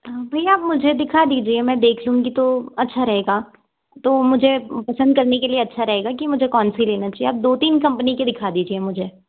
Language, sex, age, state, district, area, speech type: Hindi, male, 30-45, Madhya Pradesh, Balaghat, rural, conversation